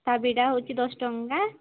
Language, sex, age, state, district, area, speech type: Odia, female, 18-30, Odisha, Mayurbhanj, rural, conversation